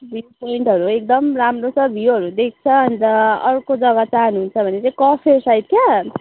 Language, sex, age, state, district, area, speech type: Nepali, female, 18-30, West Bengal, Kalimpong, rural, conversation